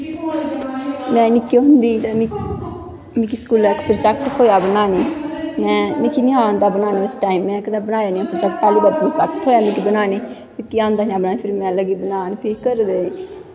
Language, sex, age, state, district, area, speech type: Dogri, female, 18-30, Jammu and Kashmir, Kathua, rural, spontaneous